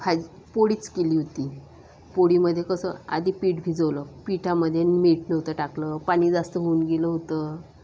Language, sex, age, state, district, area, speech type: Marathi, female, 30-45, Maharashtra, Nagpur, urban, spontaneous